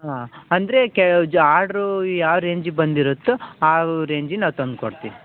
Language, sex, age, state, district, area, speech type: Kannada, male, 18-30, Karnataka, Chitradurga, rural, conversation